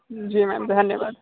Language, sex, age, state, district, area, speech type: Hindi, male, 30-45, Uttar Pradesh, Sonbhadra, rural, conversation